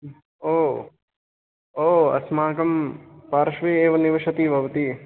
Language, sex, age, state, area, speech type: Sanskrit, male, 18-30, Haryana, rural, conversation